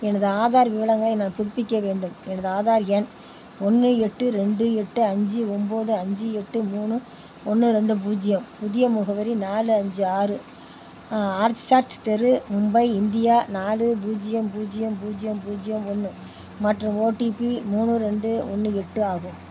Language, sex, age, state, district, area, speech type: Tamil, female, 60+, Tamil Nadu, Tiruppur, rural, read